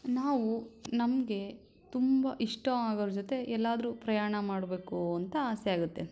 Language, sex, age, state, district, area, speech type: Kannada, female, 18-30, Karnataka, Shimoga, rural, spontaneous